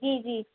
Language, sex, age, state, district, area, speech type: Urdu, female, 18-30, Uttar Pradesh, Mau, urban, conversation